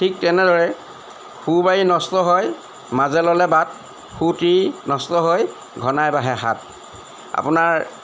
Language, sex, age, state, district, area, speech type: Assamese, male, 60+, Assam, Golaghat, urban, spontaneous